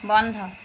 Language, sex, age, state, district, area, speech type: Assamese, female, 30-45, Assam, Jorhat, urban, read